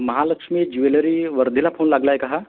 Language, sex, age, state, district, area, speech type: Marathi, male, 30-45, Maharashtra, Wardha, urban, conversation